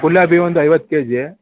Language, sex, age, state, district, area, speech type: Kannada, male, 30-45, Karnataka, Mysore, rural, conversation